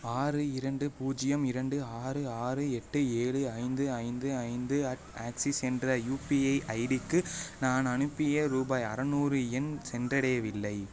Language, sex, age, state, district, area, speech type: Tamil, male, 18-30, Tamil Nadu, Pudukkottai, rural, read